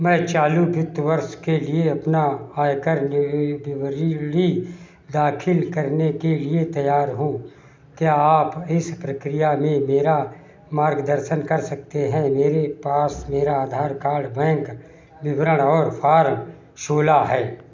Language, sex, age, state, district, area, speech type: Hindi, male, 60+, Uttar Pradesh, Sitapur, rural, read